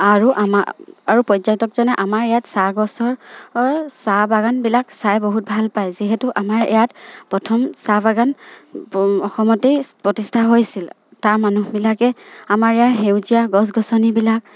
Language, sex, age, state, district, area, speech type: Assamese, female, 45-60, Assam, Dibrugarh, rural, spontaneous